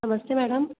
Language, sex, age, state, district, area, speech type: Hindi, female, 30-45, Rajasthan, Jaipur, urban, conversation